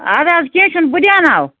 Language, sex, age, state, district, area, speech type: Kashmiri, female, 30-45, Jammu and Kashmir, Budgam, rural, conversation